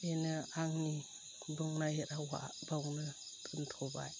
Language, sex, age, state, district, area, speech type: Bodo, female, 60+, Assam, Chirang, rural, spontaneous